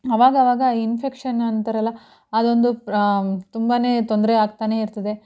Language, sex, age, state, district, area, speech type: Kannada, female, 30-45, Karnataka, Mandya, rural, spontaneous